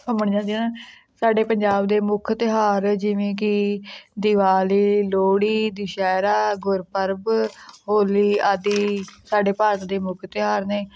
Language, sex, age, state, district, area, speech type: Punjabi, female, 18-30, Punjab, Patiala, rural, spontaneous